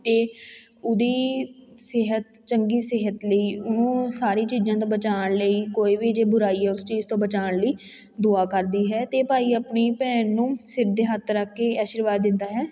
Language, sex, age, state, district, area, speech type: Punjabi, female, 18-30, Punjab, Fatehgarh Sahib, rural, spontaneous